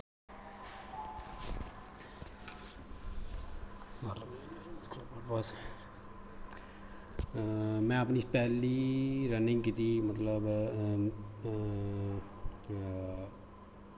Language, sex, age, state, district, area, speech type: Dogri, male, 30-45, Jammu and Kashmir, Kathua, rural, spontaneous